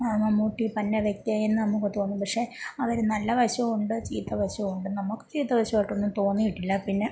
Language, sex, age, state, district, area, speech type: Malayalam, female, 45-60, Kerala, Kollam, rural, spontaneous